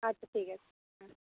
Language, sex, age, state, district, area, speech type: Bengali, female, 30-45, West Bengal, Jhargram, rural, conversation